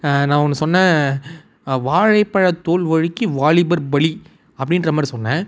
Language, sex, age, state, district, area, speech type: Tamil, male, 18-30, Tamil Nadu, Tiruvannamalai, urban, spontaneous